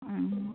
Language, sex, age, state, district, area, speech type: Malayalam, female, 30-45, Kerala, Kasaragod, rural, conversation